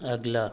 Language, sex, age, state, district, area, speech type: Hindi, male, 30-45, Uttar Pradesh, Azamgarh, rural, read